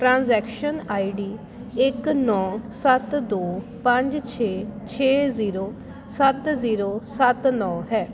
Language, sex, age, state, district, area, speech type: Punjabi, female, 30-45, Punjab, Jalandhar, rural, read